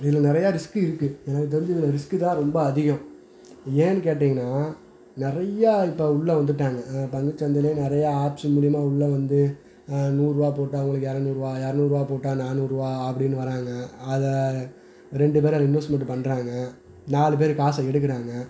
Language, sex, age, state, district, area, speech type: Tamil, male, 30-45, Tamil Nadu, Madurai, rural, spontaneous